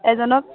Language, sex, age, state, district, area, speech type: Assamese, female, 18-30, Assam, Kamrup Metropolitan, rural, conversation